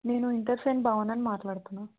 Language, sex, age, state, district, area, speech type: Telugu, female, 18-30, Telangana, Hyderabad, urban, conversation